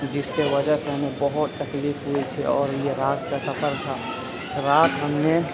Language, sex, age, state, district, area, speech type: Urdu, male, 30-45, Uttar Pradesh, Gautam Buddha Nagar, urban, spontaneous